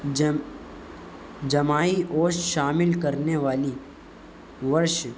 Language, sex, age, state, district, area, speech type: Urdu, male, 18-30, Delhi, East Delhi, urban, spontaneous